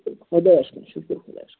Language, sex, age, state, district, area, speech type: Kashmiri, male, 30-45, Jammu and Kashmir, Budgam, rural, conversation